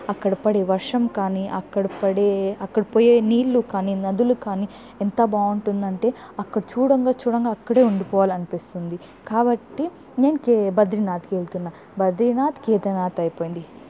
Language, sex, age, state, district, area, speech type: Telugu, female, 18-30, Andhra Pradesh, Chittoor, rural, spontaneous